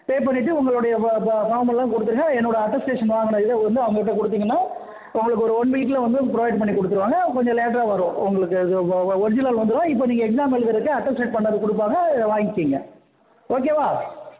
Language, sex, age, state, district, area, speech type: Tamil, male, 60+, Tamil Nadu, Mayiladuthurai, urban, conversation